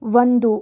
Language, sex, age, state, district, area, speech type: Kannada, female, 18-30, Karnataka, Bidar, rural, read